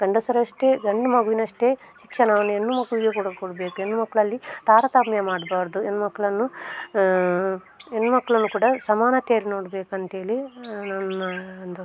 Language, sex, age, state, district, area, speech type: Kannada, female, 30-45, Karnataka, Dakshina Kannada, rural, spontaneous